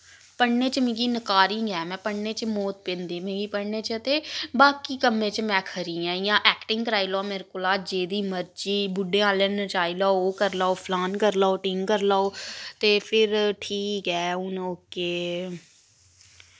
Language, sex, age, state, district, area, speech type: Dogri, female, 18-30, Jammu and Kashmir, Samba, rural, spontaneous